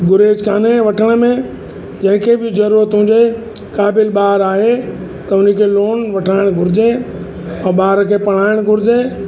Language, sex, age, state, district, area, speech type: Sindhi, male, 60+, Uttar Pradesh, Lucknow, rural, spontaneous